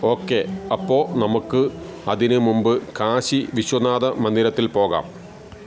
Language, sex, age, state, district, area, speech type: Malayalam, male, 45-60, Kerala, Alappuzha, rural, read